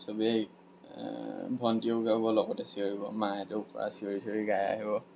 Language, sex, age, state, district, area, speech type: Assamese, male, 18-30, Assam, Lakhimpur, rural, spontaneous